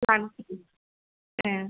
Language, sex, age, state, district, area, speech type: Bodo, female, 30-45, Assam, Kokrajhar, rural, conversation